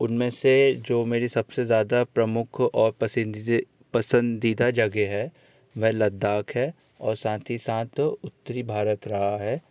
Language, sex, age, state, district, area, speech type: Hindi, male, 30-45, Madhya Pradesh, Jabalpur, urban, spontaneous